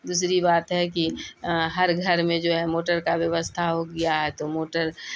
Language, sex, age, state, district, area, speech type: Urdu, female, 60+, Bihar, Khagaria, rural, spontaneous